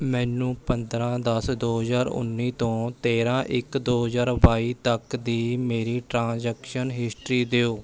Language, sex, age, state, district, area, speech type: Punjabi, male, 18-30, Punjab, Rupnagar, urban, read